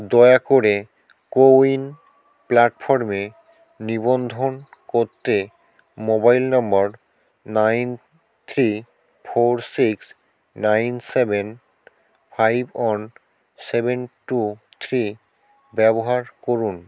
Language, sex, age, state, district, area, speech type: Bengali, male, 18-30, West Bengal, South 24 Parganas, rural, read